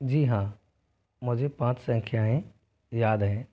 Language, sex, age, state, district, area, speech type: Hindi, male, 18-30, Rajasthan, Jodhpur, rural, spontaneous